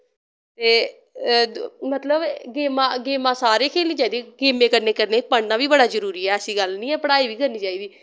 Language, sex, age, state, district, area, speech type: Dogri, female, 18-30, Jammu and Kashmir, Samba, rural, spontaneous